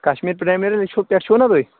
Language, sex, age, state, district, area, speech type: Kashmiri, male, 18-30, Jammu and Kashmir, Kulgam, rural, conversation